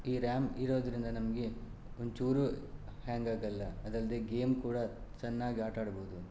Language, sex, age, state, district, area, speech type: Kannada, male, 18-30, Karnataka, Shimoga, rural, spontaneous